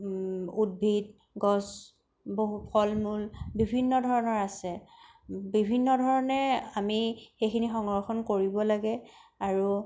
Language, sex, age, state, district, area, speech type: Assamese, female, 18-30, Assam, Kamrup Metropolitan, urban, spontaneous